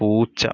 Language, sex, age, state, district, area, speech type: Malayalam, male, 45-60, Kerala, Palakkad, rural, read